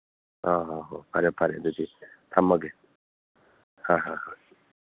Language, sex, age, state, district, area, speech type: Manipuri, male, 60+, Manipur, Churachandpur, rural, conversation